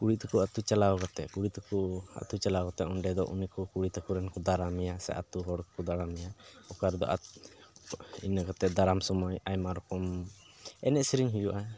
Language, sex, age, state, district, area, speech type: Santali, male, 30-45, Jharkhand, Pakur, rural, spontaneous